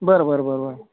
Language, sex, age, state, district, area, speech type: Marathi, male, 60+, Maharashtra, Akola, rural, conversation